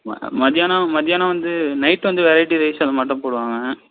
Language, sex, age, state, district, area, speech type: Tamil, male, 18-30, Tamil Nadu, Thanjavur, rural, conversation